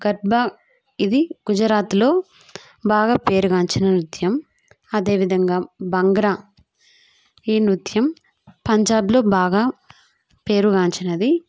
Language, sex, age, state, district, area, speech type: Telugu, female, 18-30, Andhra Pradesh, Kadapa, rural, spontaneous